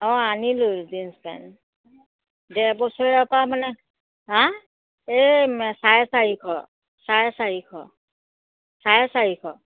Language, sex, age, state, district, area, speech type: Assamese, female, 30-45, Assam, Biswanath, rural, conversation